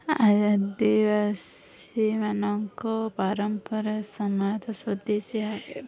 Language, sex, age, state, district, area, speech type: Odia, female, 45-60, Odisha, Sundergarh, rural, spontaneous